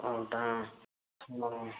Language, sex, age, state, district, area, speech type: Kannada, male, 30-45, Karnataka, Chikkamagaluru, urban, conversation